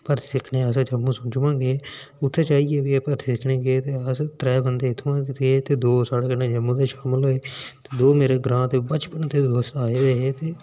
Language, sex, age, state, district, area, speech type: Dogri, male, 18-30, Jammu and Kashmir, Udhampur, rural, spontaneous